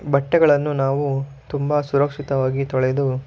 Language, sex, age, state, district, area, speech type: Kannada, male, 45-60, Karnataka, Tumkur, urban, spontaneous